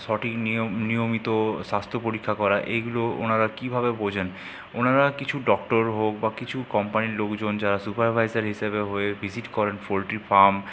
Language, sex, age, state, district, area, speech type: Bengali, male, 60+, West Bengal, Purulia, urban, spontaneous